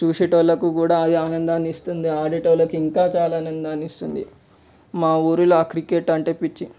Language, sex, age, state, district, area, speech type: Telugu, male, 18-30, Telangana, Medak, rural, spontaneous